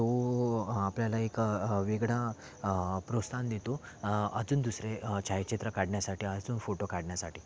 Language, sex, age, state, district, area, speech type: Marathi, male, 18-30, Maharashtra, Thane, urban, spontaneous